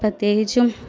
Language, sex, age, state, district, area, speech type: Malayalam, female, 30-45, Kerala, Kottayam, urban, spontaneous